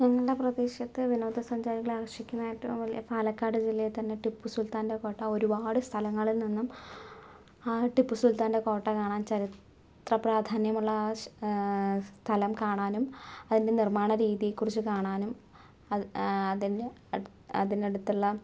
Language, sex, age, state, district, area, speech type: Malayalam, female, 30-45, Kerala, Palakkad, rural, spontaneous